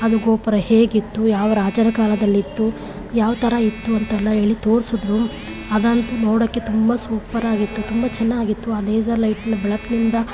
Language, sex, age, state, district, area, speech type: Kannada, female, 30-45, Karnataka, Chamarajanagar, rural, spontaneous